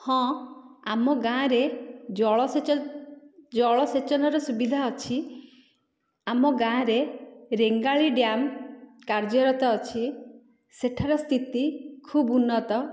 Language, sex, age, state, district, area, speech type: Odia, female, 45-60, Odisha, Dhenkanal, rural, spontaneous